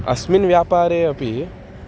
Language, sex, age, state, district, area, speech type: Sanskrit, male, 18-30, Maharashtra, Nagpur, urban, spontaneous